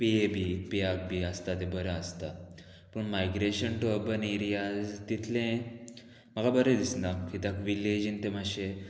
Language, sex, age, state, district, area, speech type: Goan Konkani, male, 18-30, Goa, Murmgao, rural, spontaneous